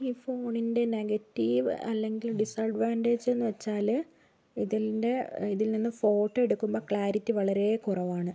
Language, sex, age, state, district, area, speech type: Malayalam, female, 60+, Kerala, Wayanad, rural, spontaneous